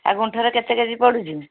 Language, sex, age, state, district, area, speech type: Odia, female, 30-45, Odisha, Kendujhar, urban, conversation